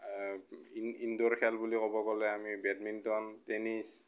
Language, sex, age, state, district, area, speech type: Assamese, male, 30-45, Assam, Morigaon, rural, spontaneous